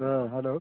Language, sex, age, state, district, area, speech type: Bengali, male, 18-30, West Bengal, Uttar Dinajpur, rural, conversation